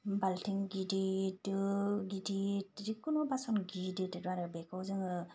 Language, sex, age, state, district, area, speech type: Bodo, female, 30-45, Assam, Kokrajhar, rural, spontaneous